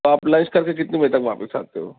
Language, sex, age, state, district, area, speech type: Urdu, male, 30-45, Maharashtra, Nashik, urban, conversation